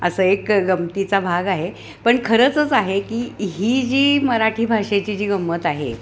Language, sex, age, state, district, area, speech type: Marathi, female, 60+, Maharashtra, Kolhapur, urban, spontaneous